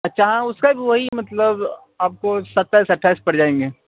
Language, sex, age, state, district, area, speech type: Urdu, male, 30-45, Bihar, Khagaria, rural, conversation